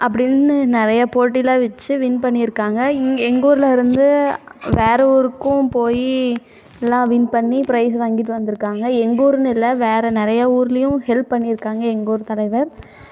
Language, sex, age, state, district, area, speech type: Tamil, female, 18-30, Tamil Nadu, Namakkal, rural, spontaneous